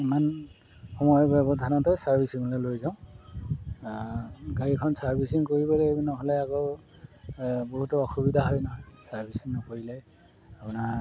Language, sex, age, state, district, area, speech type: Assamese, male, 45-60, Assam, Golaghat, urban, spontaneous